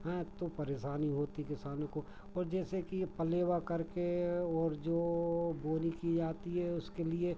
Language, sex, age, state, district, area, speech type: Hindi, male, 45-60, Madhya Pradesh, Hoshangabad, rural, spontaneous